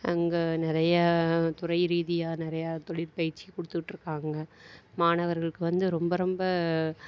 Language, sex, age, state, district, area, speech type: Tamil, female, 45-60, Tamil Nadu, Mayiladuthurai, urban, spontaneous